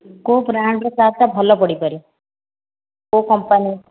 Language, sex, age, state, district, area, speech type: Odia, female, 30-45, Odisha, Khordha, rural, conversation